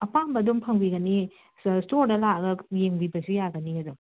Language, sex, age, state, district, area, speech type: Manipuri, female, 45-60, Manipur, Imphal West, urban, conversation